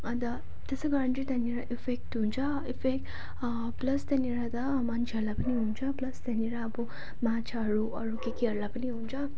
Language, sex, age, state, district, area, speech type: Nepali, female, 18-30, West Bengal, Jalpaiguri, urban, spontaneous